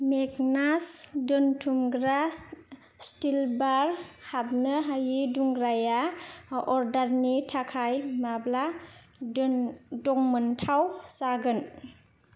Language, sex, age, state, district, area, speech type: Bodo, female, 18-30, Assam, Kokrajhar, rural, read